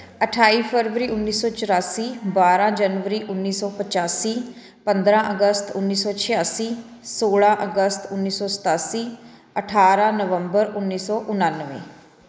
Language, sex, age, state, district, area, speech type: Punjabi, female, 30-45, Punjab, Fatehgarh Sahib, urban, spontaneous